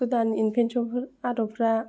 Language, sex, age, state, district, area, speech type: Bodo, female, 18-30, Assam, Kokrajhar, rural, spontaneous